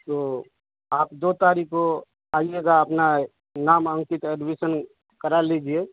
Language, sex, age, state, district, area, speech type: Hindi, male, 30-45, Bihar, Darbhanga, rural, conversation